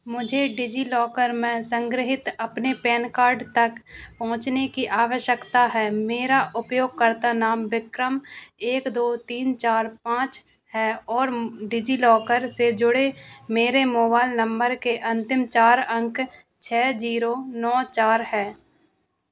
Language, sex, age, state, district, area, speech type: Hindi, female, 18-30, Madhya Pradesh, Narsinghpur, rural, read